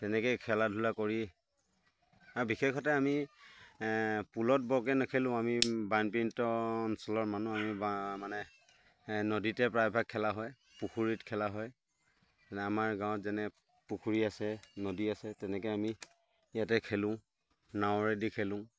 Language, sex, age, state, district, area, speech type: Assamese, male, 30-45, Assam, Lakhimpur, urban, spontaneous